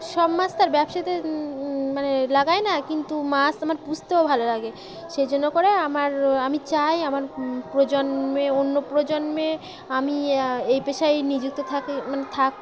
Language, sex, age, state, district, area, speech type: Bengali, female, 18-30, West Bengal, Birbhum, urban, spontaneous